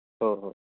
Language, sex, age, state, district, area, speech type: Marathi, male, 18-30, Maharashtra, Beed, rural, conversation